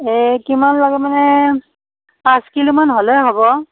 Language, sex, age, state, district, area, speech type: Assamese, female, 45-60, Assam, Darrang, rural, conversation